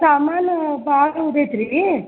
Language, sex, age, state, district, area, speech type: Kannada, female, 60+, Karnataka, Belgaum, rural, conversation